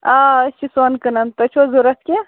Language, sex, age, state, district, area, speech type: Kashmiri, female, 30-45, Jammu and Kashmir, Shopian, rural, conversation